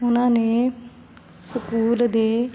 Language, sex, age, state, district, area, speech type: Punjabi, female, 30-45, Punjab, Shaheed Bhagat Singh Nagar, urban, spontaneous